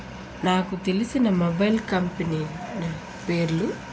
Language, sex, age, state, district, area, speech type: Telugu, female, 30-45, Andhra Pradesh, Nellore, urban, spontaneous